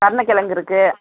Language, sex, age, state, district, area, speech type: Tamil, female, 45-60, Tamil Nadu, Kallakurichi, urban, conversation